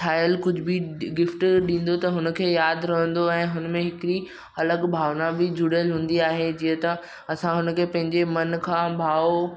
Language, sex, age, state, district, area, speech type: Sindhi, male, 18-30, Maharashtra, Mumbai Suburban, urban, spontaneous